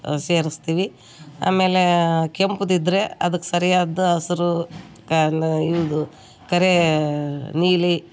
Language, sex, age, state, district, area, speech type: Kannada, female, 60+, Karnataka, Vijayanagara, rural, spontaneous